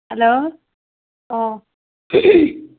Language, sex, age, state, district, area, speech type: Manipuri, female, 45-60, Manipur, Senapati, rural, conversation